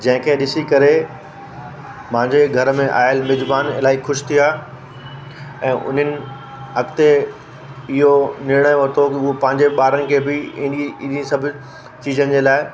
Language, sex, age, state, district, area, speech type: Sindhi, male, 30-45, Uttar Pradesh, Lucknow, urban, spontaneous